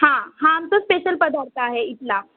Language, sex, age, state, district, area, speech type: Marathi, female, 18-30, Maharashtra, Mumbai City, urban, conversation